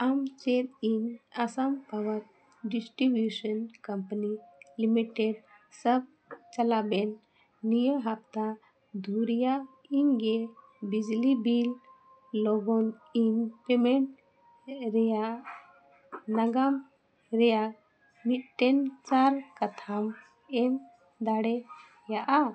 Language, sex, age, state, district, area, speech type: Santali, female, 45-60, Jharkhand, Bokaro, rural, read